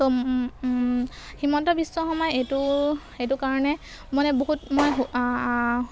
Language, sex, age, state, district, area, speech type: Assamese, female, 18-30, Assam, Golaghat, urban, spontaneous